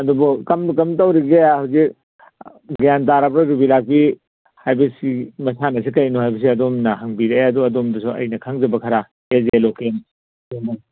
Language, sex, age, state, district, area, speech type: Manipuri, male, 60+, Manipur, Churachandpur, urban, conversation